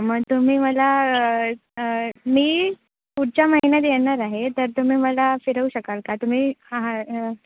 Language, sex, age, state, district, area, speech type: Marathi, female, 18-30, Maharashtra, Sindhudurg, rural, conversation